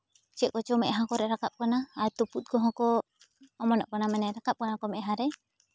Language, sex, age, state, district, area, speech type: Santali, female, 18-30, West Bengal, Jhargram, rural, spontaneous